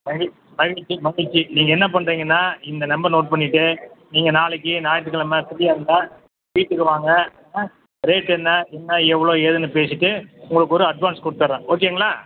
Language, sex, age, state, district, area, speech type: Tamil, male, 60+, Tamil Nadu, Cuddalore, urban, conversation